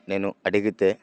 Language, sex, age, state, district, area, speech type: Telugu, male, 18-30, Andhra Pradesh, Bapatla, rural, spontaneous